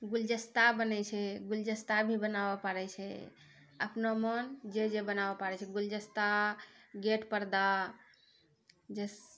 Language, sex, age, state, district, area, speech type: Maithili, female, 60+, Bihar, Purnia, rural, spontaneous